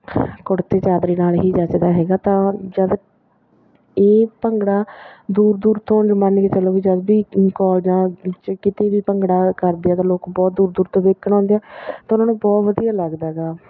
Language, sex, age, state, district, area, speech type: Punjabi, female, 30-45, Punjab, Bathinda, rural, spontaneous